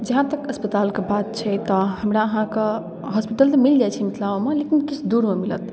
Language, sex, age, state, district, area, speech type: Maithili, female, 18-30, Bihar, Darbhanga, rural, spontaneous